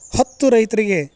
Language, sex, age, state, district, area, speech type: Kannada, male, 45-60, Karnataka, Gadag, rural, spontaneous